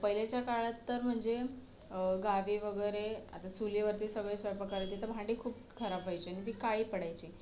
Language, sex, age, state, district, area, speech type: Marathi, female, 18-30, Maharashtra, Solapur, urban, spontaneous